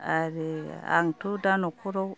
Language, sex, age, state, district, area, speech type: Bodo, female, 60+, Assam, Kokrajhar, rural, spontaneous